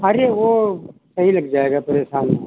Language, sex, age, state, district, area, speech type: Hindi, male, 60+, Uttar Pradesh, Sitapur, rural, conversation